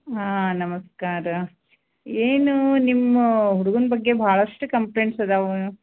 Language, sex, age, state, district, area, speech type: Kannada, female, 45-60, Karnataka, Gulbarga, urban, conversation